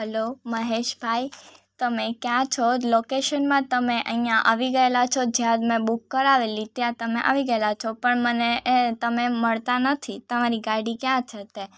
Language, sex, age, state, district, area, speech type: Gujarati, female, 18-30, Gujarat, Surat, rural, spontaneous